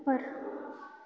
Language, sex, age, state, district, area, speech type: Punjabi, female, 18-30, Punjab, Gurdaspur, urban, read